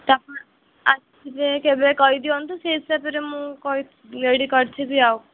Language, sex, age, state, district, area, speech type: Odia, female, 18-30, Odisha, Sundergarh, urban, conversation